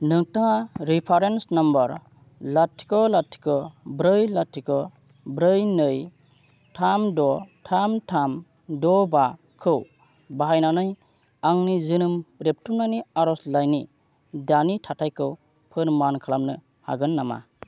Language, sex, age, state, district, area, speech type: Bodo, male, 30-45, Assam, Kokrajhar, rural, read